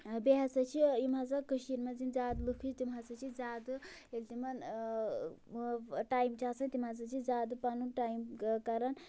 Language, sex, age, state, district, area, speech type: Kashmiri, female, 18-30, Jammu and Kashmir, Kulgam, rural, spontaneous